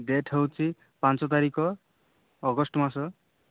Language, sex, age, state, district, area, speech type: Odia, male, 18-30, Odisha, Malkangiri, rural, conversation